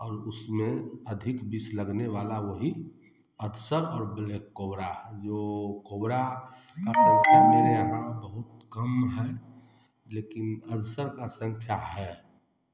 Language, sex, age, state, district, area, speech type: Hindi, male, 30-45, Bihar, Samastipur, rural, spontaneous